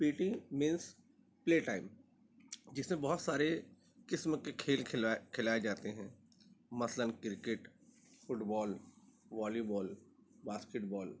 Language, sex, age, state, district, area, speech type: Urdu, male, 30-45, Maharashtra, Nashik, urban, spontaneous